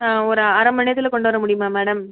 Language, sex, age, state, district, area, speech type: Tamil, female, 30-45, Tamil Nadu, Pudukkottai, rural, conversation